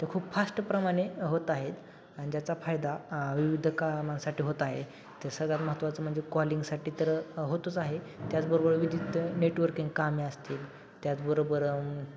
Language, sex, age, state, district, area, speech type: Marathi, male, 18-30, Maharashtra, Satara, urban, spontaneous